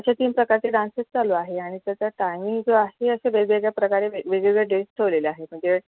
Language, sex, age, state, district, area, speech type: Marathi, female, 30-45, Maharashtra, Akola, urban, conversation